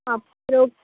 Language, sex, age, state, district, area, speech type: Tamil, male, 45-60, Tamil Nadu, Nagapattinam, rural, conversation